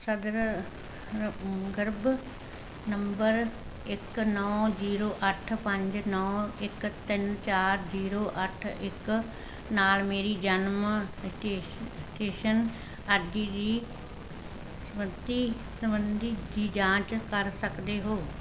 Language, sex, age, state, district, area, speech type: Punjabi, female, 60+, Punjab, Barnala, rural, read